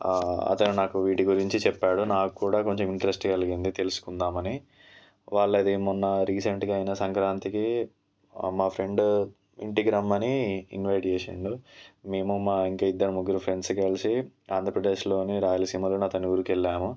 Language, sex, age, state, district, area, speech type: Telugu, male, 18-30, Telangana, Ranga Reddy, rural, spontaneous